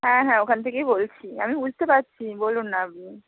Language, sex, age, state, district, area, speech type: Bengali, female, 30-45, West Bengal, Bankura, urban, conversation